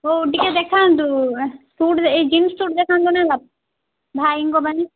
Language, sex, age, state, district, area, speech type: Odia, female, 18-30, Odisha, Mayurbhanj, rural, conversation